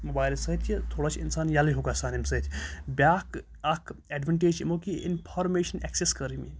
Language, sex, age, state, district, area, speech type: Kashmiri, female, 18-30, Jammu and Kashmir, Kupwara, rural, spontaneous